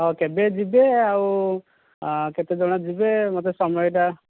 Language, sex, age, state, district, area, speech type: Odia, male, 30-45, Odisha, Kandhamal, rural, conversation